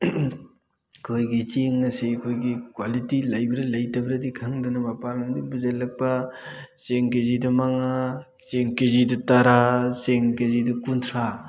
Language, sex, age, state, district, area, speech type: Manipuri, male, 30-45, Manipur, Thoubal, rural, spontaneous